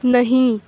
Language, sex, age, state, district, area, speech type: Urdu, female, 18-30, Uttar Pradesh, Aligarh, urban, read